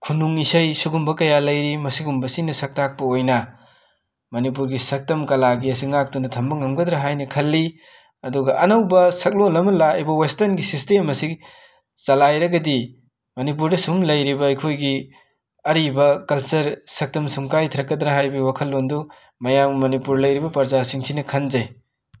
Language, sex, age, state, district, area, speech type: Manipuri, male, 18-30, Manipur, Imphal West, rural, spontaneous